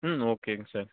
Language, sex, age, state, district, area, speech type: Tamil, male, 18-30, Tamil Nadu, Dharmapuri, rural, conversation